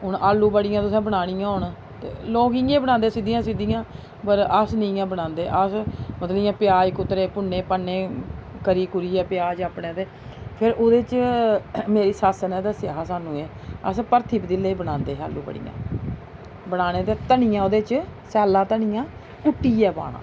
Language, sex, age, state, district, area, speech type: Dogri, female, 45-60, Jammu and Kashmir, Jammu, urban, spontaneous